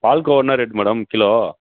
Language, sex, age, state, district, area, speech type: Tamil, male, 30-45, Tamil Nadu, Kallakurichi, rural, conversation